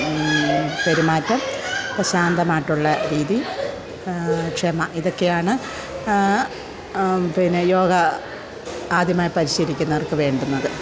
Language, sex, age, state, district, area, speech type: Malayalam, female, 45-60, Kerala, Kollam, rural, spontaneous